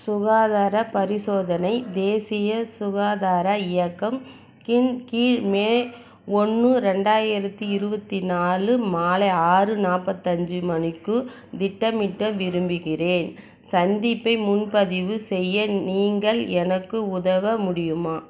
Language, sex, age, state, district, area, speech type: Tamil, female, 30-45, Tamil Nadu, Viluppuram, rural, read